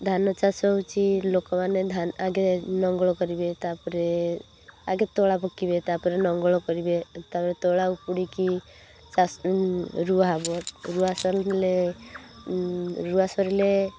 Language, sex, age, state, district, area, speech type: Odia, female, 18-30, Odisha, Balasore, rural, spontaneous